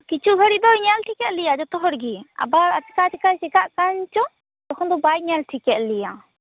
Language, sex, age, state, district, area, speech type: Santali, female, 18-30, West Bengal, Purba Bardhaman, rural, conversation